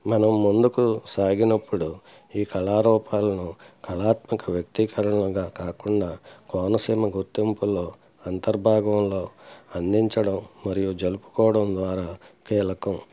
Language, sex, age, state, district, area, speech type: Telugu, male, 60+, Andhra Pradesh, Konaseema, rural, spontaneous